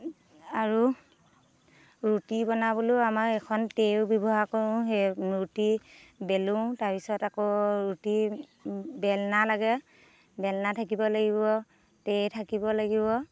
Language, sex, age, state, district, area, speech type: Assamese, female, 30-45, Assam, Dhemaji, rural, spontaneous